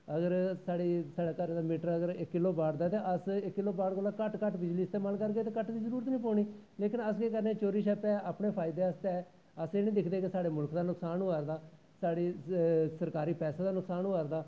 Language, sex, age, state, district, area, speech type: Dogri, male, 45-60, Jammu and Kashmir, Jammu, rural, spontaneous